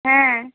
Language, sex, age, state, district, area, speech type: Bengali, female, 30-45, West Bengal, Uttar Dinajpur, urban, conversation